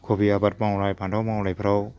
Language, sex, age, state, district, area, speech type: Bodo, male, 60+, Assam, Chirang, rural, spontaneous